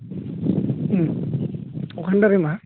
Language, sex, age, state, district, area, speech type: Bodo, male, 18-30, Assam, Udalguri, urban, conversation